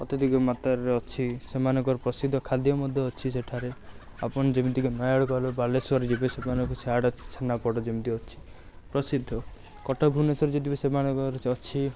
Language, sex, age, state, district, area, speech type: Odia, male, 18-30, Odisha, Rayagada, urban, spontaneous